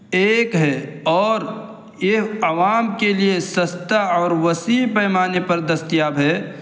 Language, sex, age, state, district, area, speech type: Urdu, male, 18-30, Uttar Pradesh, Saharanpur, urban, spontaneous